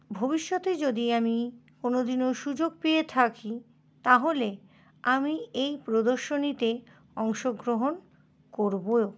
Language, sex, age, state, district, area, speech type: Bengali, female, 60+, West Bengal, Paschim Bardhaman, urban, spontaneous